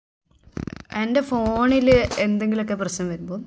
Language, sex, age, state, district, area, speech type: Malayalam, female, 18-30, Kerala, Kannur, rural, spontaneous